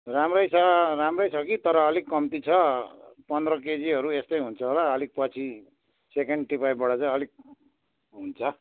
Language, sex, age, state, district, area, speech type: Nepali, male, 60+, West Bengal, Darjeeling, rural, conversation